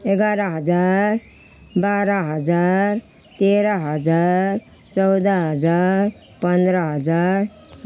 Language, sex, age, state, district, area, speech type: Nepali, female, 60+, West Bengal, Jalpaiguri, rural, spontaneous